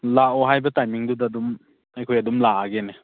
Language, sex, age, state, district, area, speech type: Manipuri, male, 30-45, Manipur, Churachandpur, rural, conversation